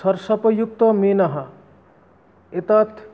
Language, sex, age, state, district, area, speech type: Sanskrit, male, 18-30, West Bengal, Murshidabad, rural, spontaneous